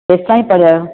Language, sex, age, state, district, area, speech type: Sindhi, female, 60+, Maharashtra, Thane, urban, conversation